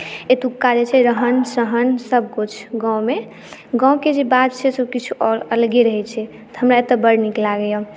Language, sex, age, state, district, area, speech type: Maithili, female, 18-30, Bihar, Madhubani, rural, spontaneous